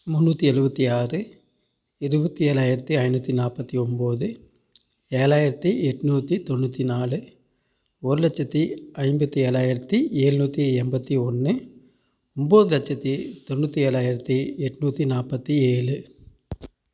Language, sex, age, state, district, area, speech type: Tamil, male, 30-45, Tamil Nadu, Namakkal, rural, spontaneous